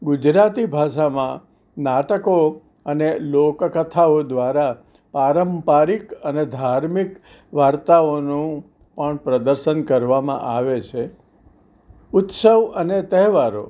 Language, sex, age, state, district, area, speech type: Gujarati, male, 60+, Gujarat, Kheda, rural, spontaneous